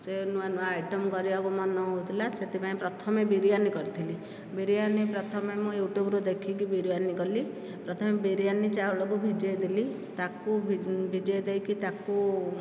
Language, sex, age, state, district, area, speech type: Odia, female, 45-60, Odisha, Dhenkanal, rural, spontaneous